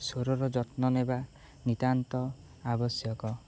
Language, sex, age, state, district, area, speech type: Odia, male, 18-30, Odisha, Jagatsinghpur, rural, spontaneous